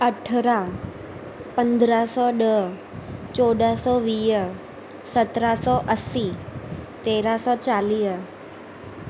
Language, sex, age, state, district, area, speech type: Sindhi, female, 18-30, Gujarat, Surat, urban, spontaneous